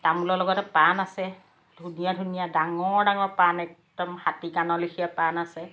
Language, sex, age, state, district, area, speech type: Assamese, female, 60+, Assam, Lakhimpur, urban, spontaneous